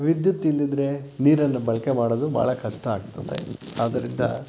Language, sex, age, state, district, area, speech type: Kannada, male, 60+, Karnataka, Chitradurga, rural, spontaneous